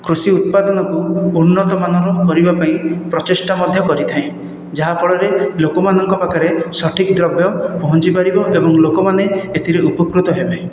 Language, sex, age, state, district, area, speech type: Odia, male, 30-45, Odisha, Khordha, rural, spontaneous